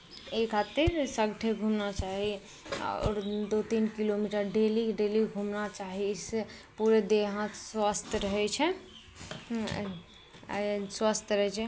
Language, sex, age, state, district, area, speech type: Maithili, female, 18-30, Bihar, Araria, rural, spontaneous